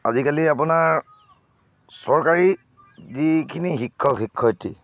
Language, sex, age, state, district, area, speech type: Assamese, male, 60+, Assam, Charaideo, urban, spontaneous